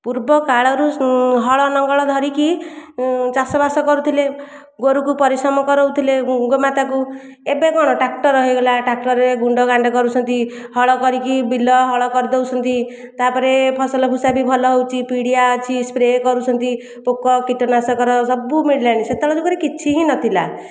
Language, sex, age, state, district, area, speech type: Odia, female, 60+, Odisha, Khordha, rural, spontaneous